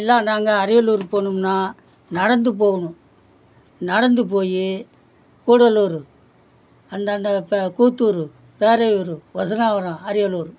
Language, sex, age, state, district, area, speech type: Tamil, male, 60+, Tamil Nadu, Perambalur, rural, spontaneous